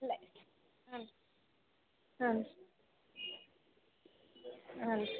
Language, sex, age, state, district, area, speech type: Kannada, female, 18-30, Karnataka, Gadag, urban, conversation